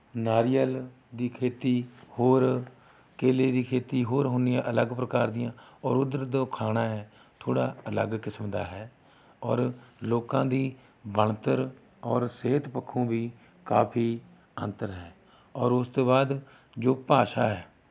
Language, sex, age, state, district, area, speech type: Punjabi, male, 45-60, Punjab, Rupnagar, rural, spontaneous